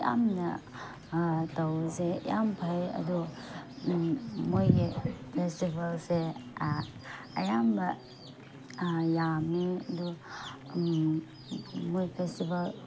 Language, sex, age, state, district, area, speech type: Manipuri, female, 18-30, Manipur, Chandel, rural, spontaneous